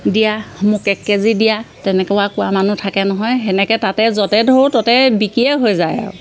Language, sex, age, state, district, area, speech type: Assamese, female, 45-60, Assam, Sivasagar, rural, spontaneous